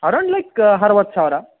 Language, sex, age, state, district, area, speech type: Kannada, male, 18-30, Karnataka, Gulbarga, urban, conversation